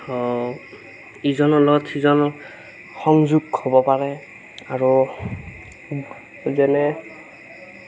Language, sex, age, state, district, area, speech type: Assamese, male, 18-30, Assam, Nagaon, rural, spontaneous